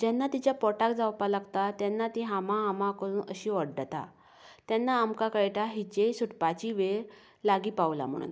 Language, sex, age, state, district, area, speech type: Goan Konkani, female, 30-45, Goa, Canacona, rural, spontaneous